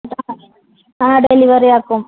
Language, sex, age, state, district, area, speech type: Malayalam, female, 45-60, Kerala, Malappuram, rural, conversation